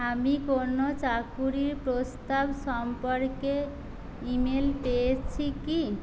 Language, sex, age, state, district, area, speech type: Bengali, female, 30-45, West Bengal, Jhargram, rural, read